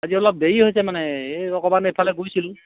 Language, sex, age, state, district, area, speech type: Assamese, male, 45-60, Assam, Sivasagar, rural, conversation